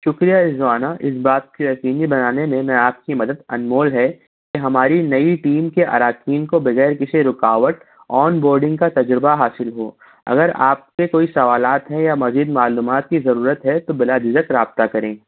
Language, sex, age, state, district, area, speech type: Urdu, male, 60+, Maharashtra, Nashik, urban, conversation